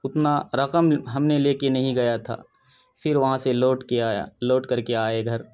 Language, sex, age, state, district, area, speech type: Urdu, male, 30-45, Bihar, Purnia, rural, spontaneous